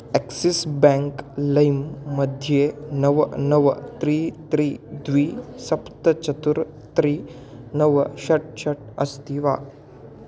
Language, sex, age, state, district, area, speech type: Sanskrit, male, 18-30, Maharashtra, Satara, rural, read